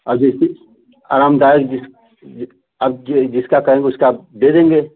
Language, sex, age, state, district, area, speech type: Hindi, male, 45-60, Uttar Pradesh, Chandauli, urban, conversation